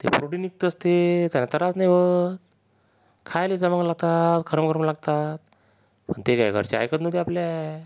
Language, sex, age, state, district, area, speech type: Marathi, male, 30-45, Maharashtra, Akola, urban, spontaneous